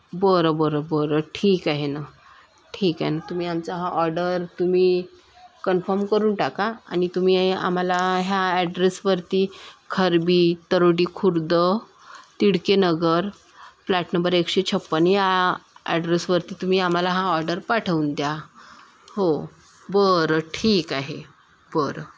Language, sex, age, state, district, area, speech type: Marathi, female, 30-45, Maharashtra, Nagpur, urban, spontaneous